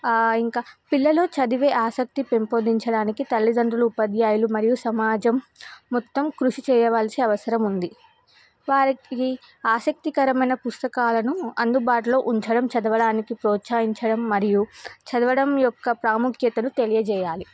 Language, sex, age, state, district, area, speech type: Telugu, female, 18-30, Telangana, Nizamabad, urban, spontaneous